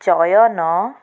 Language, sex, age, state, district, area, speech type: Odia, female, 45-60, Odisha, Cuttack, urban, spontaneous